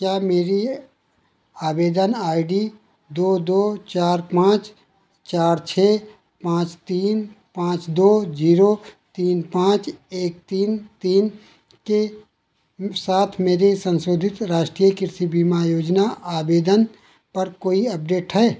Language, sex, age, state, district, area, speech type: Hindi, male, 60+, Uttar Pradesh, Ayodhya, rural, read